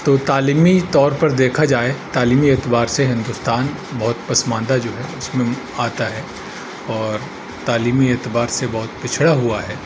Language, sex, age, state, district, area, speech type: Urdu, male, 30-45, Uttar Pradesh, Aligarh, urban, spontaneous